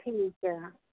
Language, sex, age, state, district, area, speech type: Punjabi, female, 30-45, Punjab, Fazilka, urban, conversation